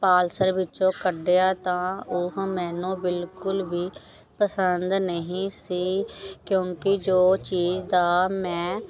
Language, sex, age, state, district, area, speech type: Punjabi, female, 30-45, Punjab, Pathankot, rural, spontaneous